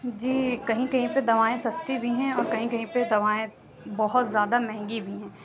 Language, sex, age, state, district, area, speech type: Urdu, female, 18-30, Uttar Pradesh, Lucknow, rural, spontaneous